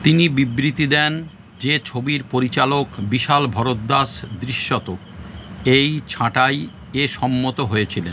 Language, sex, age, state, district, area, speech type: Bengali, male, 45-60, West Bengal, Howrah, urban, read